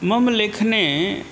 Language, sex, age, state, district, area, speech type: Sanskrit, male, 60+, Uttar Pradesh, Ghazipur, urban, spontaneous